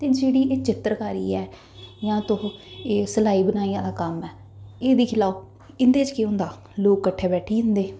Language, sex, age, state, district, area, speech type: Dogri, female, 18-30, Jammu and Kashmir, Jammu, urban, spontaneous